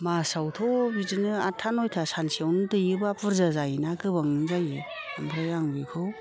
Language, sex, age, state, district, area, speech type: Bodo, female, 60+, Assam, Kokrajhar, rural, spontaneous